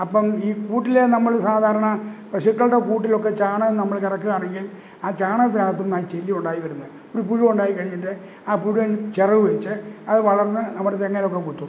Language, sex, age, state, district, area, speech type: Malayalam, male, 60+, Kerala, Kottayam, rural, spontaneous